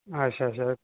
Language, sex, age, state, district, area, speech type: Dogri, male, 18-30, Jammu and Kashmir, Kathua, rural, conversation